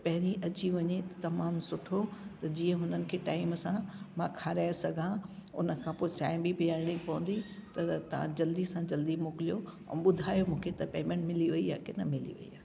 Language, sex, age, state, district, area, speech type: Sindhi, female, 60+, Delhi, South Delhi, urban, spontaneous